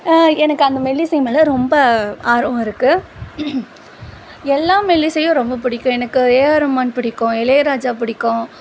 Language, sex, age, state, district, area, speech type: Tamil, female, 30-45, Tamil Nadu, Tiruvallur, urban, spontaneous